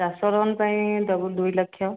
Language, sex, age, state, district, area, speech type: Odia, female, 45-60, Odisha, Dhenkanal, rural, conversation